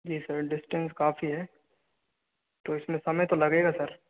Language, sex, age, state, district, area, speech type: Hindi, male, 60+, Rajasthan, Karauli, rural, conversation